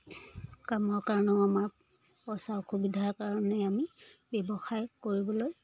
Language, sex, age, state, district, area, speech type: Assamese, female, 30-45, Assam, Charaideo, rural, spontaneous